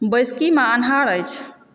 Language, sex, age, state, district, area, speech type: Maithili, female, 30-45, Bihar, Supaul, urban, read